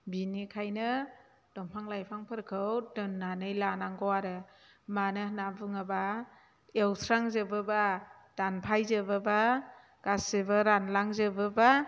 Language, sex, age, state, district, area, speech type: Bodo, female, 45-60, Assam, Chirang, rural, spontaneous